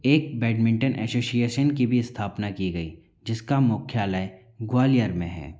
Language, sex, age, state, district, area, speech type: Hindi, male, 45-60, Madhya Pradesh, Bhopal, urban, spontaneous